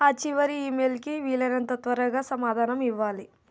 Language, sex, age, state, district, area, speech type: Telugu, female, 18-30, Telangana, Nalgonda, rural, read